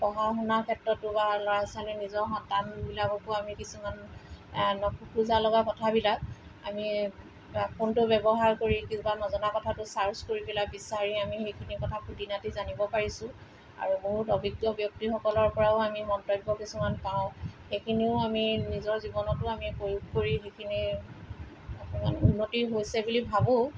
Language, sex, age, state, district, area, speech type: Assamese, female, 45-60, Assam, Tinsukia, rural, spontaneous